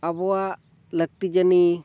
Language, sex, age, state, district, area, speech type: Santali, male, 30-45, Jharkhand, Seraikela Kharsawan, rural, spontaneous